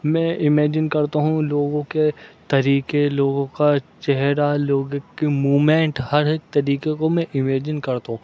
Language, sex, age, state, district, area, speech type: Urdu, male, 18-30, Delhi, North West Delhi, urban, spontaneous